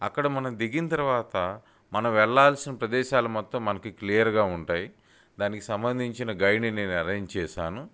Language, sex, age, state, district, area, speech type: Telugu, male, 30-45, Andhra Pradesh, Bapatla, urban, spontaneous